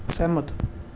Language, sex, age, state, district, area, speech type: Dogri, male, 18-30, Jammu and Kashmir, Reasi, rural, read